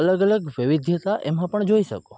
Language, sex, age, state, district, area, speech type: Gujarati, male, 18-30, Gujarat, Rajkot, urban, spontaneous